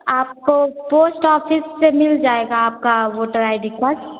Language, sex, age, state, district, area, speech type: Hindi, female, 18-30, Bihar, Begusarai, rural, conversation